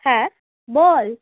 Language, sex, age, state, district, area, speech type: Bengali, female, 18-30, West Bengal, Darjeeling, rural, conversation